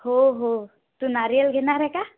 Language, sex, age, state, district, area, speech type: Marathi, female, 18-30, Maharashtra, Yavatmal, rural, conversation